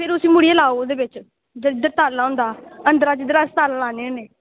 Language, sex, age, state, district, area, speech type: Dogri, female, 18-30, Jammu and Kashmir, Samba, rural, conversation